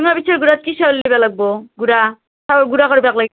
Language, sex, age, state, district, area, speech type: Assamese, female, 30-45, Assam, Nalbari, rural, conversation